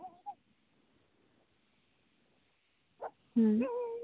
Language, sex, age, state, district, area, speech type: Santali, female, 18-30, West Bengal, Paschim Bardhaman, rural, conversation